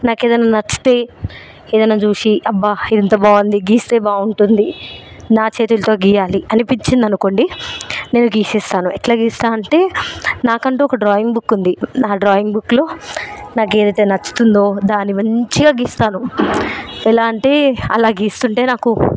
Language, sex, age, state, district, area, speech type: Telugu, female, 18-30, Telangana, Hyderabad, urban, spontaneous